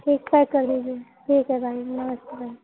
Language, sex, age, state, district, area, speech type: Hindi, female, 45-60, Uttar Pradesh, Sitapur, rural, conversation